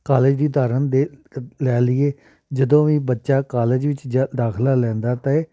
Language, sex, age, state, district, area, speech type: Punjabi, male, 30-45, Punjab, Amritsar, urban, spontaneous